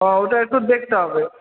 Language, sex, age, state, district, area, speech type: Bengali, male, 18-30, West Bengal, Purba Bardhaman, urban, conversation